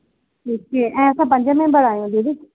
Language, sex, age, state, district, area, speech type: Sindhi, female, 30-45, Maharashtra, Thane, urban, conversation